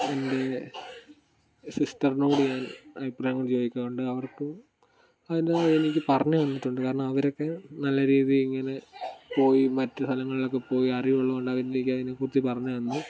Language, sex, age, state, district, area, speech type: Malayalam, male, 18-30, Kerala, Kottayam, rural, spontaneous